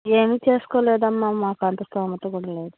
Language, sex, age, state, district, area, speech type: Telugu, female, 30-45, Andhra Pradesh, Nellore, rural, conversation